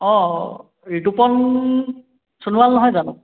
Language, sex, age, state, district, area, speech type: Assamese, male, 18-30, Assam, Charaideo, urban, conversation